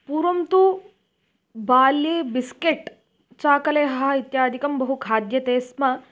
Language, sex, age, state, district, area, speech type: Sanskrit, female, 18-30, Karnataka, Uttara Kannada, rural, spontaneous